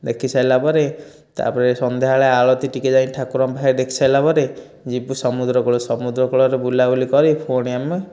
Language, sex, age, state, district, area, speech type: Odia, male, 18-30, Odisha, Dhenkanal, rural, spontaneous